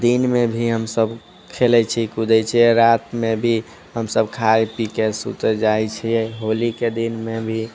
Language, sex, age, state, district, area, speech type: Maithili, male, 18-30, Bihar, Sitamarhi, urban, spontaneous